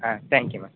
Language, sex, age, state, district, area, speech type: Tamil, male, 18-30, Tamil Nadu, Pudukkottai, rural, conversation